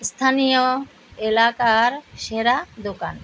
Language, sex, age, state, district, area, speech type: Bengali, female, 60+, West Bengal, Kolkata, urban, read